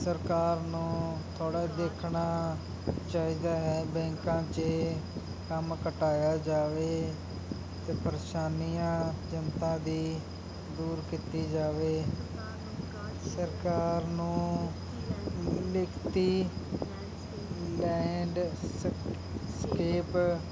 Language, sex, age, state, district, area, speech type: Punjabi, male, 18-30, Punjab, Muktsar, urban, spontaneous